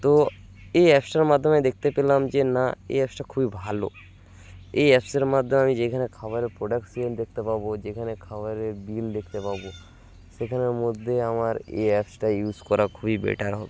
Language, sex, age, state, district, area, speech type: Bengali, male, 18-30, West Bengal, Bankura, rural, spontaneous